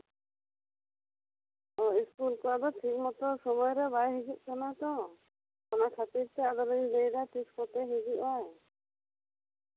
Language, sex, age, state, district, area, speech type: Santali, female, 30-45, West Bengal, Bankura, rural, conversation